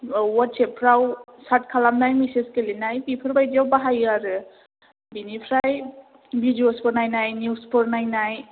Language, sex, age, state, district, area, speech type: Bodo, female, 18-30, Assam, Chirang, urban, conversation